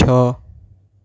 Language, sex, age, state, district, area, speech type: Gujarati, male, 18-30, Gujarat, Anand, urban, read